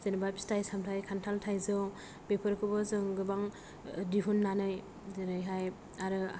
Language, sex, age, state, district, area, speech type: Bodo, female, 18-30, Assam, Kokrajhar, rural, spontaneous